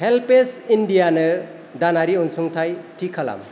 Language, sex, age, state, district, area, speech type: Bodo, male, 30-45, Assam, Kokrajhar, urban, read